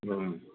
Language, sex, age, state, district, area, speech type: Manipuri, male, 30-45, Manipur, Imphal West, urban, conversation